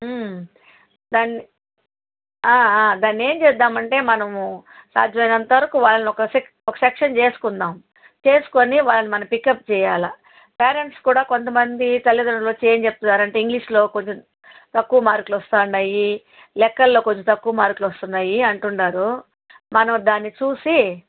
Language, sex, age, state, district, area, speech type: Telugu, female, 45-60, Andhra Pradesh, Chittoor, rural, conversation